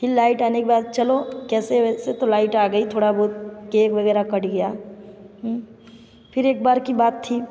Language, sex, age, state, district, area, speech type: Hindi, female, 18-30, Uttar Pradesh, Mirzapur, rural, spontaneous